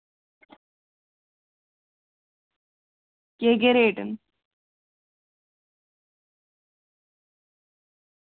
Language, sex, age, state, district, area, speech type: Dogri, female, 30-45, Jammu and Kashmir, Reasi, rural, conversation